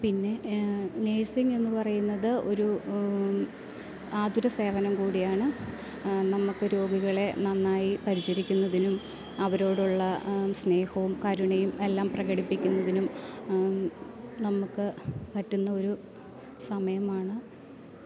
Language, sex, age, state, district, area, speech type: Malayalam, female, 30-45, Kerala, Idukki, rural, spontaneous